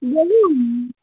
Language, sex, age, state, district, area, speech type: Bengali, female, 18-30, West Bengal, Darjeeling, urban, conversation